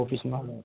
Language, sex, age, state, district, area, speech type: Urdu, male, 60+, Delhi, South Delhi, urban, conversation